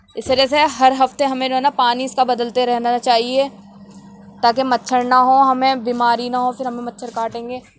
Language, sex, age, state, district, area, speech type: Urdu, female, 45-60, Delhi, Central Delhi, urban, spontaneous